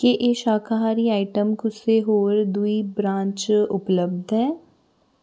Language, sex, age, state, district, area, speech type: Dogri, female, 30-45, Jammu and Kashmir, Reasi, rural, read